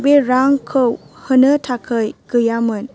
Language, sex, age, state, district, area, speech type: Bodo, female, 30-45, Assam, Chirang, rural, spontaneous